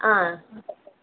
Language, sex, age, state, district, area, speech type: Telugu, female, 30-45, Andhra Pradesh, Kadapa, urban, conversation